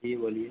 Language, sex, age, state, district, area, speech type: Hindi, male, 30-45, Madhya Pradesh, Harda, urban, conversation